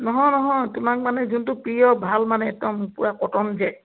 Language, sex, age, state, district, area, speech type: Assamese, female, 60+, Assam, Dibrugarh, rural, conversation